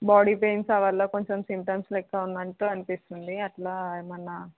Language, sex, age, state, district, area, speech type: Telugu, female, 18-30, Telangana, Hyderabad, urban, conversation